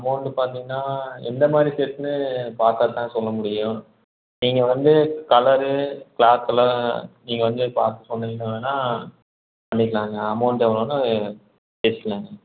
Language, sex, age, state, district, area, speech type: Tamil, male, 18-30, Tamil Nadu, Erode, rural, conversation